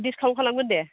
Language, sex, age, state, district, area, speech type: Bodo, female, 60+, Assam, Chirang, rural, conversation